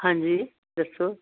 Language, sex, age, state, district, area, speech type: Punjabi, female, 60+, Punjab, Muktsar, urban, conversation